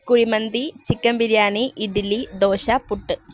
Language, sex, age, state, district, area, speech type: Malayalam, female, 18-30, Kerala, Kozhikode, rural, spontaneous